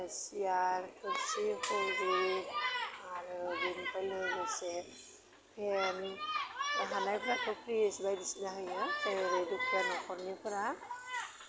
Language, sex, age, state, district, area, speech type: Bodo, female, 30-45, Assam, Udalguri, urban, spontaneous